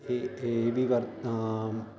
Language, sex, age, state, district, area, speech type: Punjabi, male, 18-30, Punjab, Faridkot, rural, spontaneous